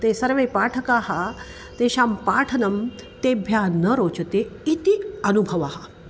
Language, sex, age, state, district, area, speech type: Sanskrit, female, 45-60, Maharashtra, Nagpur, urban, spontaneous